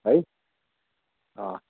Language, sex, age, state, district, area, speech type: Nepali, male, 45-60, West Bengal, Kalimpong, rural, conversation